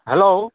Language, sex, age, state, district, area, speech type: Assamese, male, 60+, Assam, Dhemaji, rural, conversation